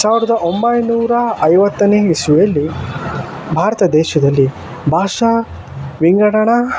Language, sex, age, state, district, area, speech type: Kannada, male, 18-30, Karnataka, Shimoga, rural, spontaneous